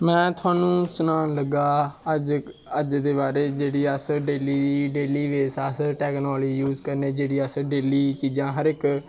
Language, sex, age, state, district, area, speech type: Dogri, male, 18-30, Jammu and Kashmir, Kathua, rural, spontaneous